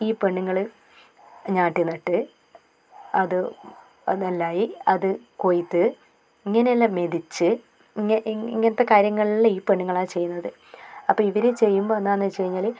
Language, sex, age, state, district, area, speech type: Malayalam, female, 30-45, Kerala, Kannur, rural, spontaneous